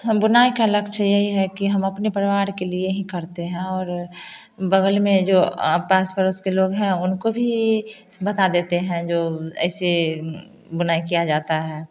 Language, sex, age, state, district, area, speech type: Hindi, female, 45-60, Bihar, Samastipur, rural, spontaneous